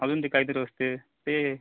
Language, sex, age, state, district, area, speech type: Marathi, male, 30-45, Maharashtra, Amravati, urban, conversation